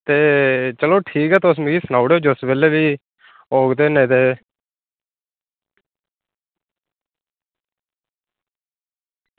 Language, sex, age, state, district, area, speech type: Dogri, male, 30-45, Jammu and Kashmir, Reasi, rural, conversation